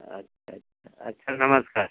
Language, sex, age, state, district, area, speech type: Hindi, male, 60+, Uttar Pradesh, Mau, rural, conversation